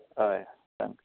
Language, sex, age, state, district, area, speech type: Goan Konkani, male, 18-30, Goa, Tiswadi, rural, conversation